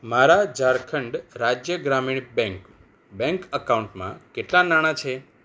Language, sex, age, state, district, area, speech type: Gujarati, male, 45-60, Gujarat, Anand, urban, read